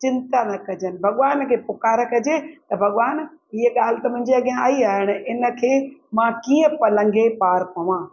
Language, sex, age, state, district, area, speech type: Sindhi, female, 60+, Rajasthan, Ajmer, urban, spontaneous